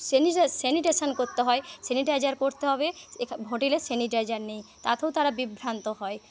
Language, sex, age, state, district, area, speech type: Bengali, female, 30-45, West Bengal, Paschim Medinipur, rural, spontaneous